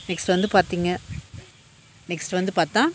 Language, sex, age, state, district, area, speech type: Tamil, female, 30-45, Tamil Nadu, Dharmapuri, rural, spontaneous